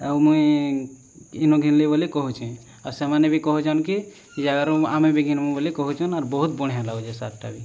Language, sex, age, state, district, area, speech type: Odia, male, 18-30, Odisha, Boudh, rural, spontaneous